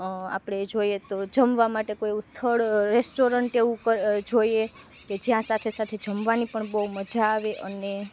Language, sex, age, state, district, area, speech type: Gujarati, female, 30-45, Gujarat, Rajkot, rural, spontaneous